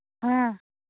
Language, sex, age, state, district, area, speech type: Hindi, female, 45-60, Bihar, Muzaffarpur, urban, conversation